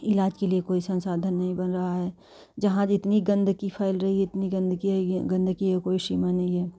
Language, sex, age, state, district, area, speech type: Hindi, female, 45-60, Uttar Pradesh, Jaunpur, urban, spontaneous